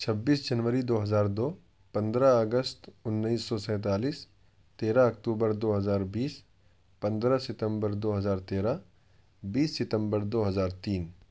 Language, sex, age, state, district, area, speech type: Urdu, male, 18-30, Uttar Pradesh, Ghaziabad, urban, spontaneous